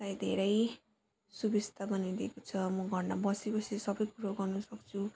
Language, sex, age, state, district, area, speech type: Nepali, female, 30-45, West Bengal, Jalpaiguri, urban, spontaneous